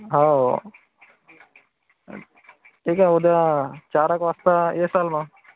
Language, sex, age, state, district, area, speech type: Marathi, male, 30-45, Maharashtra, Akola, rural, conversation